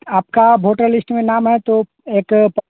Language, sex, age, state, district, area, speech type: Hindi, male, 30-45, Bihar, Vaishali, rural, conversation